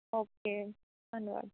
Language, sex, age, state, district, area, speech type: Punjabi, female, 18-30, Punjab, Shaheed Bhagat Singh Nagar, rural, conversation